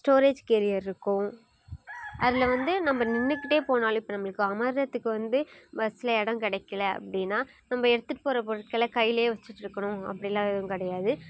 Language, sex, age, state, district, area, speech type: Tamil, female, 18-30, Tamil Nadu, Nagapattinam, rural, spontaneous